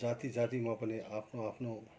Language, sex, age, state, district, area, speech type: Nepali, male, 60+, West Bengal, Kalimpong, rural, spontaneous